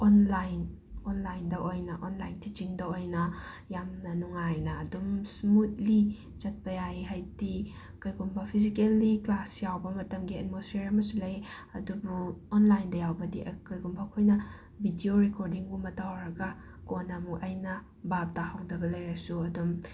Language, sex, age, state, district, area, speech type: Manipuri, female, 30-45, Manipur, Imphal West, urban, spontaneous